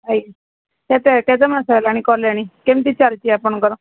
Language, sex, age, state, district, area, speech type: Odia, female, 45-60, Odisha, Sundergarh, urban, conversation